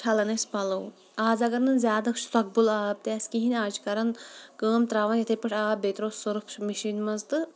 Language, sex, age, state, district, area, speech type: Kashmiri, female, 30-45, Jammu and Kashmir, Shopian, urban, spontaneous